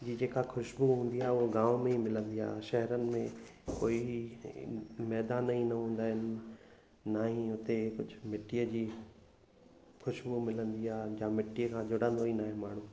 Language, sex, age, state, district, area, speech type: Sindhi, male, 30-45, Gujarat, Kutch, urban, spontaneous